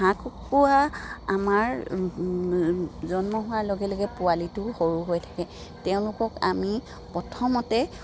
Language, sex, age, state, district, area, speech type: Assamese, female, 45-60, Assam, Dibrugarh, rural, spontaneous